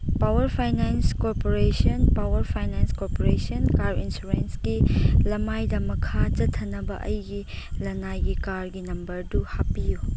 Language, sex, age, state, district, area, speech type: Manipuri, female, 45-60, Manipur, Chandel, rural, read